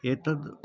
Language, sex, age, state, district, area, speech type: Sanskrit, male, 45-60, Karnataka, Shimoga, rural, spontaneous